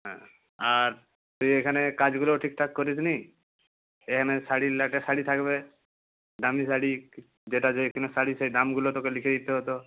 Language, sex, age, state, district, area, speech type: Bengali, male, 18-30, West Bengal, Purba Medinipur, rural, conversation